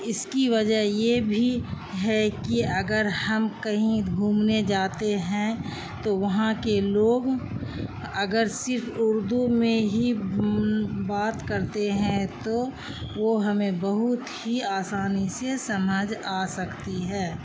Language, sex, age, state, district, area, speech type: Urdu, female, 60+, Bihar, Khagaria, rural, spontaneous